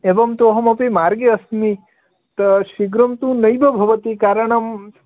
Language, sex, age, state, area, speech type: Sanskrit, male, 18-30, Assam, rural, conversation